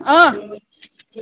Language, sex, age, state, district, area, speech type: Kashmiri, female, 18-30, Jammu and Kashmir, Budgam, rural, conversation